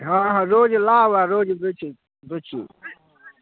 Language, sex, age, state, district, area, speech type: Maithili, male, 30-45, Bihar, Darbhanga, rural, conversation